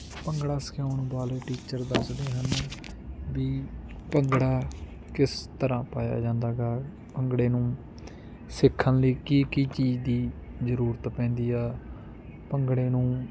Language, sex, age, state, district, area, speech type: Punjabi, male, 18-30, Punjab, Barnala, rural, spontaneous